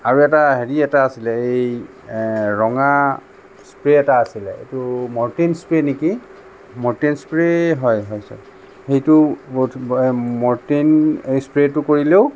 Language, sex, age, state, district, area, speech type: Assamese, male, 45-60, Assam, Sonitpur, rural, spontaneous